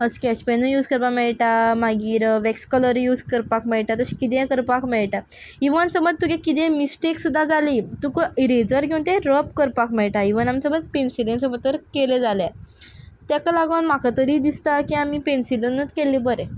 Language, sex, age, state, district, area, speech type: Goan Konkani, female, 18-30, Goa, Quepem, rural, spontaneous